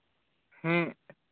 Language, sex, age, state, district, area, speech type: Santali, male, 18-30, Jharkhand, East Singhbhum, rural, conversation